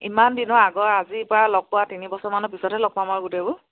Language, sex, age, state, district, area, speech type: Assamese, female, 30-45, Assam, Dhemaji, rural, conversation